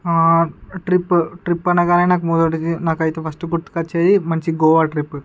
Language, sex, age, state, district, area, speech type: Telugu, male, 18-30, Andhra Pradesh, Srikakulam, urban, spontaneous